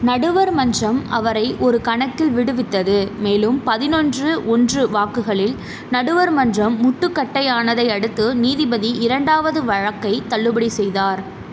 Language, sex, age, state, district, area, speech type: Tamil, female, 30-45, Tamil Nadu, Mayiladuthurai, urban, read